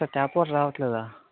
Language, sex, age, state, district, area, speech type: Telugu, male, 60+, Andhra Pradesh, Vizianagaram, rural, conversation